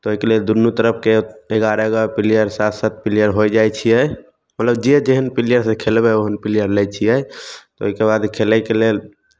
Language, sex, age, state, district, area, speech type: Maithili, male, 18-30, Bihar, Samastipur, rural, spontaneous